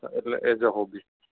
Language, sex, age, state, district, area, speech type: Gujarati, male, 18-30, Gujarat, Junagadh, urban, conversation